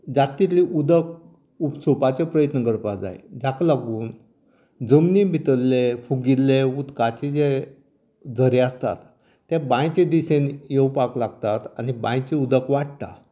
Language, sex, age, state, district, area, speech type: Goan Konkani, male, 60+, Goa, Canacona, rural, spontaneous